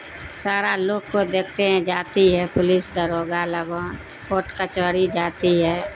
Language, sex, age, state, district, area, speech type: Urdu, female, 60+, Bihar, Darbhanga, rural, spontaneous